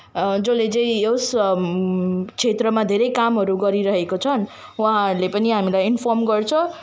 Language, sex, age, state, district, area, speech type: Nepali, female, 18-30, West Bengal, Kalimpong, rural, spontaneous